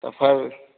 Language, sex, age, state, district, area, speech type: Urdu, male, 18-30, Uttar Pradesh, Saharanpur, urban, conversation